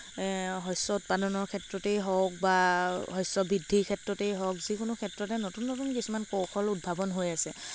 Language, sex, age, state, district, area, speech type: Assamese, female, 18-30, Assam, Lakhimpur, rural, spontaneous